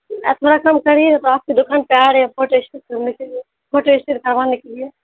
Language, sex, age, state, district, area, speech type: Urdu, female, 18-30, Bihar, Saharsa, rural, conversation